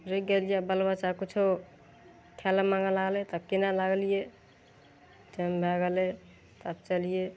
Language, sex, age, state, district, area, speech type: Maithili, female, 45-60, Bihar, Madhepura, rural, spontaneous